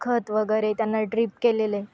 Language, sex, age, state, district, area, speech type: Marathi, female, 18-30, Maharashtra, Ahmednagar, urban, spontaneous